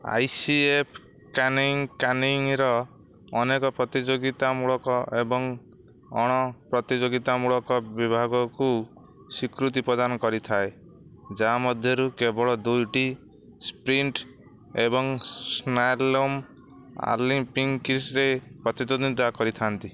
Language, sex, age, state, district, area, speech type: Odia, male, 45-60, Odisha, Jagatsinghpur, rural, read